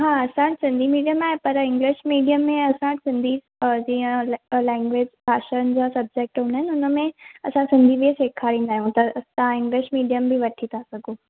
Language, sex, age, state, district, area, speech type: Sindhi, female, 18-30, Maharashtra, Thane, urban, conversation